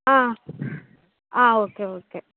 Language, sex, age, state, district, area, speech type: Tamil, female, 18-30, Tamil Nadu, Thoothukudi, rural, conversation